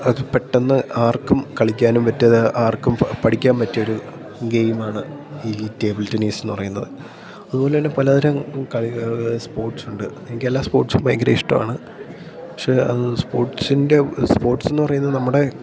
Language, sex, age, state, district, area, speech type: Malayalam, male, 18-30, Kerala, Idukki, rural, spontaneous